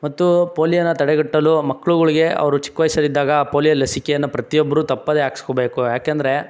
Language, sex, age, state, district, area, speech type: Kannada, male, 60+, Karnataka, Chikkaballapur, rural, spontaneous